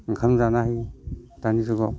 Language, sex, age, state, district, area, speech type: Bodo, male, 60+, Assam, Udalguri, rural, spontaneous